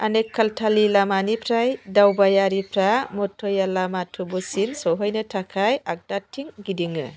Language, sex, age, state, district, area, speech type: Bodo, female, 45-60, Assam, Chirang, rural, read